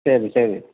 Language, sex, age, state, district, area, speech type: Malayalam, male, 45-60, Kerala, Kottayam, rural, conversation